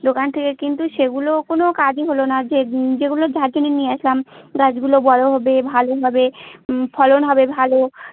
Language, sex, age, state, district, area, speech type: Bengali, female, 18-30, West Bengal, Birbhum, urban, conversation